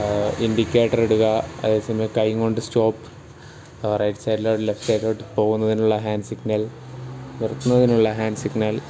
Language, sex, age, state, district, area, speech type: Malayalam, male, 18-30, Kerala, Wayanad, rural, spontaneous